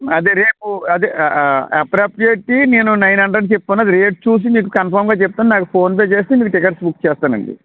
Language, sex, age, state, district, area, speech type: Telugu, male, 45-60, Andhra Pradesh, West Godavari, rural, conversation